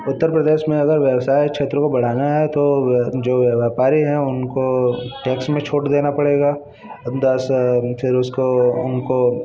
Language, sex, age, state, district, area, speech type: Hindi, male, 30-45, Uttar Pradesh, Mirzapur, urban, spontaneous